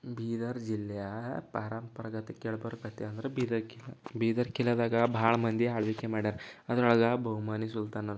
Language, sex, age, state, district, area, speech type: Kannada, male, 18-30, Karnataka, Bidar, urban, spontaneous